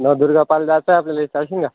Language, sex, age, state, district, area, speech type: Marathi, male, 18-30, Maharashtra, Yavatmal, rural, conversation